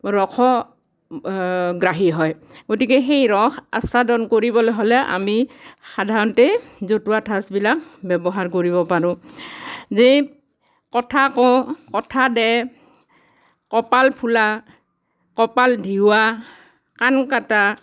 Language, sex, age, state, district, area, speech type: Assamese, female, 60+, Assam, Barpeta, rural, spontaneous